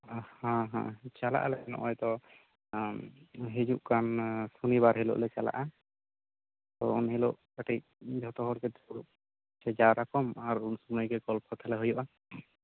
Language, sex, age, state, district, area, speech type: Santali, male, 18-30, West Bengal, Bankura, rural, conversation